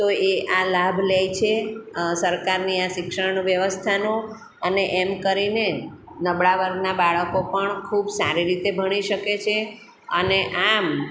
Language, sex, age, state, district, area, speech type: Gujarati, female, 45-60, Gujarat, Surat, urban, spontaneous